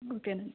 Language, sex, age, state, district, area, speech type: Telugu, female, 30-45, Andhra Pradesh, Palnadu, rural, conversation